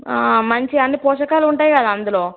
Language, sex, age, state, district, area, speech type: Telugu, female, 18-30, Telangana, Peddapalli, rural, conversation